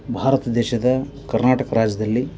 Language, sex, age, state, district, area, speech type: Kannada, male, 30-45, Karnataka, Koppal, rural, spontaneous